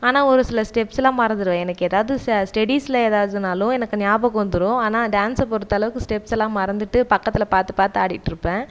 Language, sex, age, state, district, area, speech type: Tamil, female, 30-45, Tamil Nadu, Viluppuram, rural, spontaneous